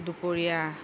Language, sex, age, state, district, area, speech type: Assamese, female, 45-60, Assam, Darrang, rural, spontaneous